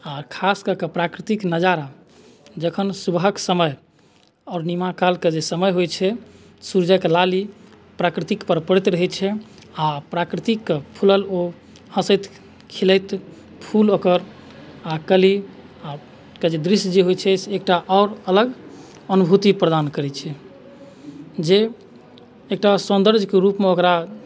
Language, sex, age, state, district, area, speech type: Maithili, male, 30-45, Bihar, Madhubani, rural, spontaneous